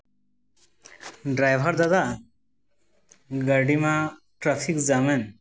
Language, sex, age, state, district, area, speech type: Santali, male, 30-45, West Bengal, Purulia, rural, spontaneous